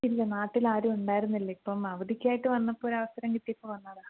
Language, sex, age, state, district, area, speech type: Malayalam, female, 18-30, Kerala, Pathanamthitta, rural, conversation